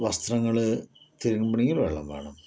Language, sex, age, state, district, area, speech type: Malayalam, male, 30-45, Kerala, Palakkad, rural, spontaneous